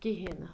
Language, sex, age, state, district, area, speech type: Kashmiri, female, 18-30, Jammu and Kashmir, Pulwama, rural, spontaneous